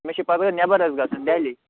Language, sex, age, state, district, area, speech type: Kashmiri, male, 30-45, Jammu and Kashmir, Bandipora, rural, conversation